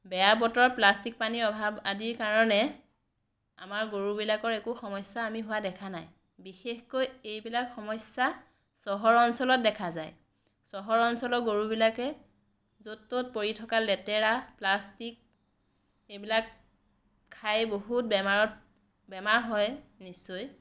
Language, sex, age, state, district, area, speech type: Assamese, female, 30-45, Assam, Biswanath, rural, spontaneous